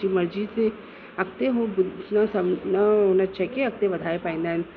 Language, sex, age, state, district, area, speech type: Sindhi, female, 30-45, Uttar Pradesh, Lucknow, urban, spontaneous